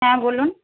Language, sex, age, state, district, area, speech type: Bengali, female, 45-60, West Bengal, Jhargram, rural, conversation